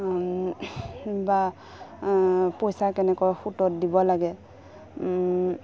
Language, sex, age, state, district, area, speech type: Assamese, female, 30-45, Assam, Udalguri, rural, spontaneous